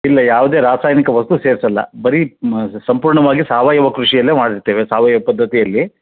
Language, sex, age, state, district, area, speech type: Kannada, male, 45-60, Karnataka, Shimoga, rural, conversation